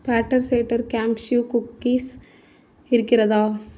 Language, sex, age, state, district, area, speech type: Tamil, female, 18-30, Tamil Nadu, Tiruvarur, urban, read